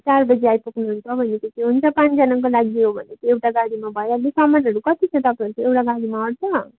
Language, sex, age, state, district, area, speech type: Nepali, female, 18-30, West Bengal, Darjeeling, rural, conversation